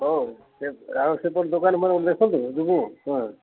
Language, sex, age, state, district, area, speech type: Odia, male, 60+, Odisha, Gajapati, rural, conversation